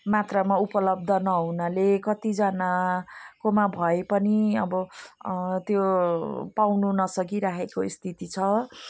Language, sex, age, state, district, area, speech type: Nepali, female, 45-60, West Bengal, Jalpaiguri, urban, spontaneous